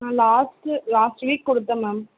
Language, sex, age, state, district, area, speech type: Tamil, female, 18-30, Tamil Nadu, Tiruvallur, urban, conversation